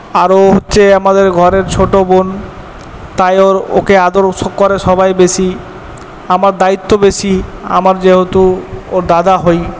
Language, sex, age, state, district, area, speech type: Bengali, male, 18-30, West Bengal, Purba Bardhaman, urban, spontaneous